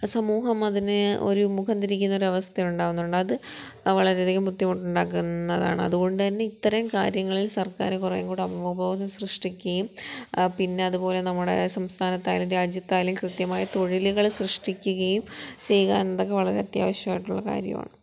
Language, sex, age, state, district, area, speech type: Malayalam, female, 30-45, Kerala, Kollam, rural, spontaneous